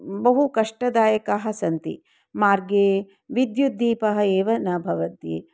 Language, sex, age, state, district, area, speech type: Sanskrit, female, 60+, Karnataka, Dharwad, urban, spontaneous